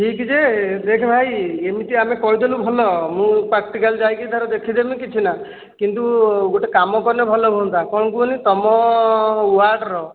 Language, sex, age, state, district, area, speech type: Odia, male, 45-60, Odisha, Jajpur, rural, conversation